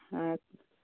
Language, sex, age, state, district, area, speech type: Bengali, female, 45-60, West Bengal, Cooch Behar, urban, conversation